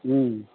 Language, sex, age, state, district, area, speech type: Maithili, male, 45-60, Bihar, Supaul, rural, conversation